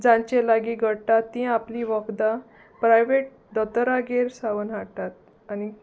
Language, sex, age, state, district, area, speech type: Goan Konkani, female, 30-45, Goa, Salcete, rural, spontaneous